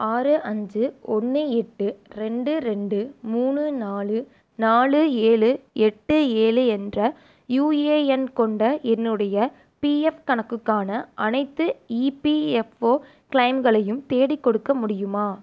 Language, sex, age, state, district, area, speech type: Tamil, female, 18-30, Tamil Nadu, Erode, rural, read